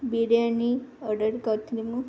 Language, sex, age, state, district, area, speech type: Odia, female, 18-30, Odisha, Ganjam, urban, spontaneous